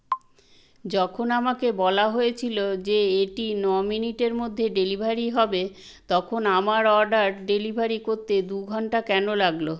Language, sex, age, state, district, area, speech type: Bengali, female, 60+, West Bengal, South 24 Parganas, rural, read